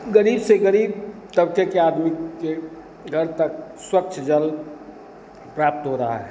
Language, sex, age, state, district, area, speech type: Hindi, male, 60+, Bihar, Begusarai, rural, spontaneous